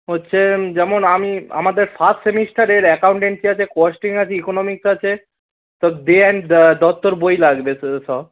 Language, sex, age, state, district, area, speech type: Bengali, male, 18-30, West Bengal, Darjeeling, rural, conversation